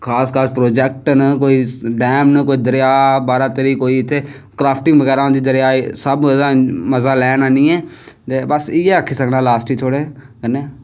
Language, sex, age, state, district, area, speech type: Dogri, male, 18-30, Jammu and Kashmir, Reasi, rural, spontaneous